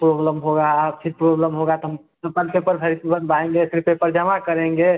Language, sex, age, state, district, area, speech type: Hindi, male, 18-30, Bihar, Samastipur, urban, conversation